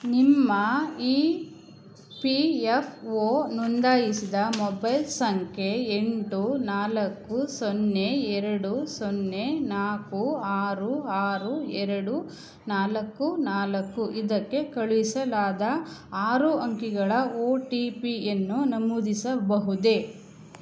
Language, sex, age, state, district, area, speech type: Kannada, female, 30-45, Karnataka, Chamarajanagar, rural, read